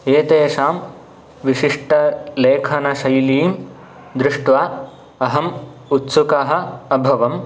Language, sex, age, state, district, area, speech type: Sanskrit, male, 18-30, Karnataka, Shimoga, rural, spontaneous